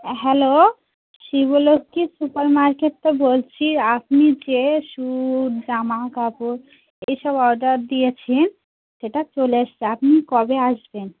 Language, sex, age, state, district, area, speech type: Bengali, female, 30-45, West Bengal, Dakshin Dinajpur, urban, conversation